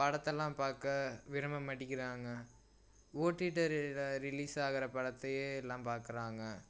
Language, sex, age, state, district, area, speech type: Tamil, male, 18-30, Tamil Nadu, Tiruchirappalli, rural, spontaneous